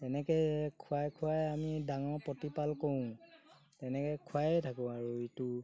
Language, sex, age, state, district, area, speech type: Assamese, male, 60+, Assam, Golaghat, rural, spontaneous